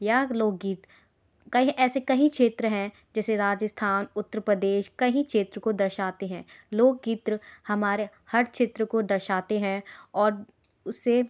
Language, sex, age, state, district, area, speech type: Hindi, female, 18-30, Madhya Pradesh, Gwalior, urban, spontaneous